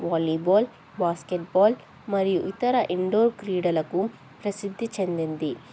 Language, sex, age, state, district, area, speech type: Telugu, female, 18-30, Telangana, Ranga Reddy, urban, spontaneous